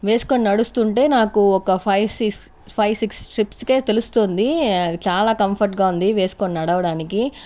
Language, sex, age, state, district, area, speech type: Telugu, female, 45-60, Andhra Pradesh, Sri Balaji, rural, spontaneous